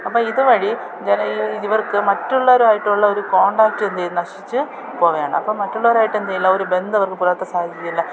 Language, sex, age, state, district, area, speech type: Malayalam, female, 30-45, Kerala, Thiruvananthapuram, urban, spontaneous